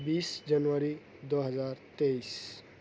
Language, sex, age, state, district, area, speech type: Urdu, male, 18-30, Maharashtra, Nashik, urban, spontaneous